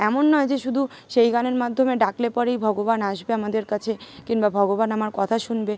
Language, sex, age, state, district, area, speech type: Bengali, female, 18-30, West Bengal, Kolkata, urban, spontaneous